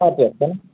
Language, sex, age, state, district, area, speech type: Marathi, male, 30-45, Maharashtra, Raigad, rural, conversation